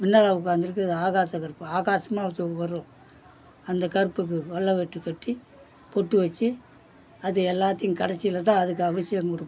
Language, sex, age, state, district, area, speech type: Tamil, male, 60+, Tamil Nadu, Perambalur, rural, spontaneous